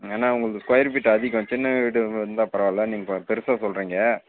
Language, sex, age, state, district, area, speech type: Tamil, male, 18-30, Tamil Nadu, Dharmapuri, rural, conversation